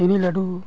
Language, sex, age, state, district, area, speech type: Santali, male, 45-60, Odisha, Mayurbhanj, rural, spontaneous